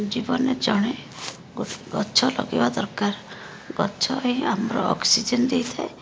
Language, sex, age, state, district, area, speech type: Odia, female, 30-45, Odisha, Rayagada, rural, spontaneous